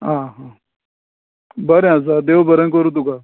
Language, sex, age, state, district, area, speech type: Goan Konkani, male, 45-60, Goa, Canacona, rural, conversation